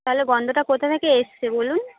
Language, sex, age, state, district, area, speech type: Bengali, female, 45-60, West Bengal, Jhargram, rural, conversation